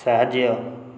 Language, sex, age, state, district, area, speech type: Odia, male, 30-45, Odisha, Puri, urban, read